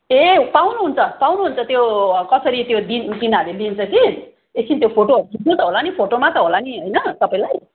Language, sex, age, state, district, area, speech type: Nepali, female, 45-60, West Bengal, Darjeeling, rural, conversation